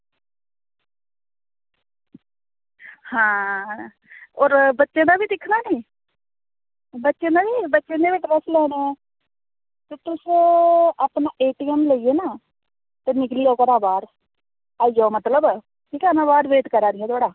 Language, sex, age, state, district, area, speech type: Dogri, female, 30-45, Jammu and Kashmir, Reasi, rural, conversation